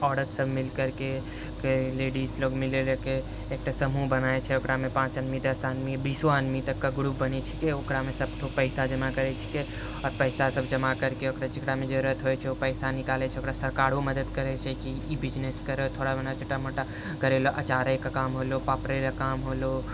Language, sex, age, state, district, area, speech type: Maithili, male, 30-45, Bihar, Purnia, rural, spontaneous